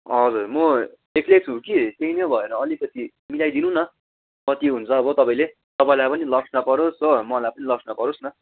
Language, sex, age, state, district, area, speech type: Nepali, male, 18-30, West Bengal, Darjeeling, rural, conversation